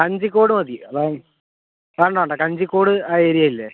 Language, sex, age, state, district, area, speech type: Malayalam, male, 18-30, Kerala, Palakkad, rural, conversation